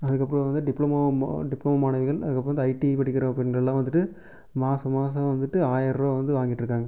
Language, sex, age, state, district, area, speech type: Tamil, male, 18-30, Tamil Nadu, Erode, rural, spontaneous